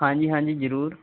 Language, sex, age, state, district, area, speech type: Punjabi, male, 18-30, Punjab, Barnala, rural, conversation